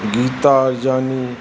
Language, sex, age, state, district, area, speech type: Sindhi, male, 60+, Uttar Pradesh, Lucknow, rural, spontaneous